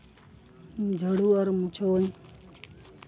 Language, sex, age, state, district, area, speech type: Santali, male, 18-30, West Bengal, Uttar Dinajpur, rural, spontaneous